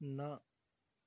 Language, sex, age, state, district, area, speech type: Punjabi, male, 30-45, Punjab, Tarn Taran, rural, read